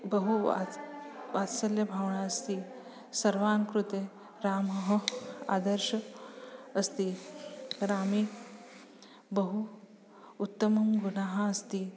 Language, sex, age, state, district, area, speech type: Sanskrit, female, 45-60, Maharashtra, Nagpur, urban, spontaneous